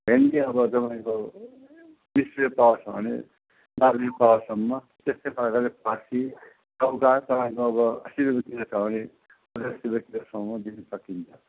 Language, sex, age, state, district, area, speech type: Nepali, male, 60+, West Bengal, Kalimpong, rural, conversation